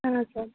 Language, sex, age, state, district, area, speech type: Hindi, female, 45-60, Uttar Pradesh, Jaunpur, rural, conversation